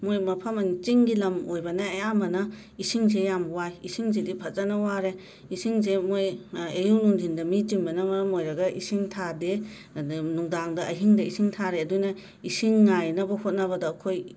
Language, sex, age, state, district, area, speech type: Manipuri, female, 30-45, Manipur, Imphal West, urban, spontaneous